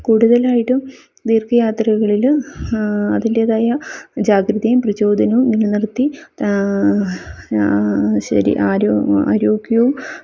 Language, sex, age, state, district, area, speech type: Malayalam, female, 30-45, Kerala, Palakkad, rural, spontaneous